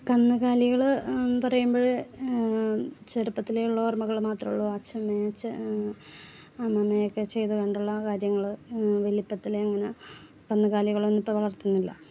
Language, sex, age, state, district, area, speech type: Malayalam, female, 30-45, Kerala, Ernakulam, rural, spontaneous